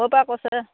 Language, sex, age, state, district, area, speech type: Assamese, female, 30-45, Assam, Dhemaji, rural, conversation